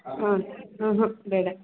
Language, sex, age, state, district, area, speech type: Kannada, female, 18-30, Karnataka, Kolar, rural, conversation